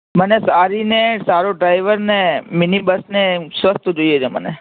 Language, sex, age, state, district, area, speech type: Gujarati, male, 18-30, Gujarat, Ahmedabad, urban, conversation